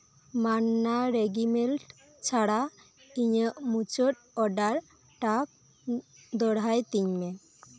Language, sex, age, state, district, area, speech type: Santali, female, 18-30, West Bengal, Birbhum, rural, read